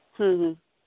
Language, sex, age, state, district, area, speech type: Santali, female, 18-30, West Bengal, Birbhum, rural, conversation